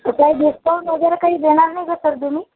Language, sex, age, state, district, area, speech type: Marathi, female, 18-30, Maharashtra, Jalna, urban, conversation